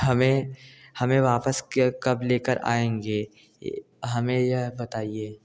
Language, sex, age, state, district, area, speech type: Hindi, male, 18-30, Uttar Pradesh, Bhadohi, rural, spontaneous